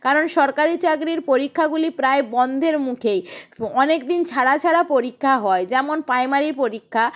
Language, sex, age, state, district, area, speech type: Bengali, female, 45-60, West Bengal, Purba Medinipur, rural, spontaneous